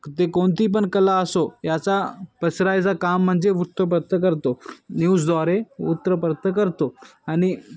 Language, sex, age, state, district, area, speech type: Marathi, male, 18-30, Maharashtra, Nanded, urban, spontaneous